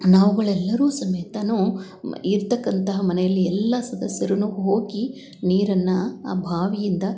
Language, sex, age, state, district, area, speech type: Kannada, female, 60+, Karnataka, Chitradurga, rural, spontaneous